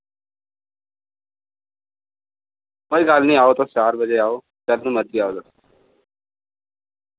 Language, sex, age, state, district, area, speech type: Dogri, male, 18-30, Jammu and Kashmir, Reasi, rural, conversation